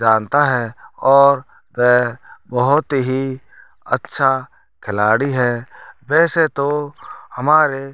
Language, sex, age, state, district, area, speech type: Hindi, male, 30-45, Rajasthan, Bharatpur, rural, spontaneous